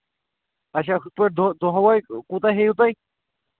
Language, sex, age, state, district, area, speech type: Kashmiri, male, 18-30, Jammu and Kashmir, Shopian, rural, conversation